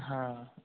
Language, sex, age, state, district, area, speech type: Maithili, male, 18-30, Bihar, Muzaffarpur, rural, conversation